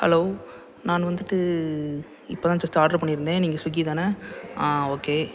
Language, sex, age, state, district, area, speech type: Tamil, male, 18-30, Tamil Nadu, Salem, urban, spontaneous